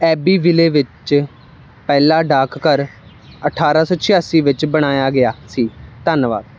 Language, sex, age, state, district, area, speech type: Punjabi, male, 18-30, Punjab, Ludhiana, rural, read